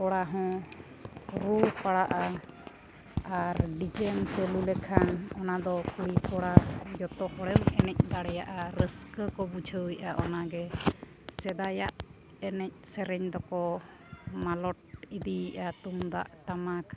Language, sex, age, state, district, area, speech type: Santali, female, 45-60, Odisha, Mayurbhanj, rural, spontaneous